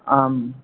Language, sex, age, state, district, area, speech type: Sanskrit, male, 18-30, West Bengal, South 24 Parganas, rural, conversation